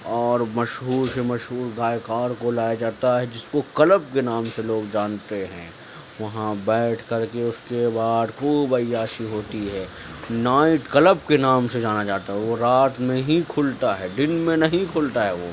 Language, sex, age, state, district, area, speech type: Urdu, male, 60+, Delhi, Central Delhi, urban, spontaneous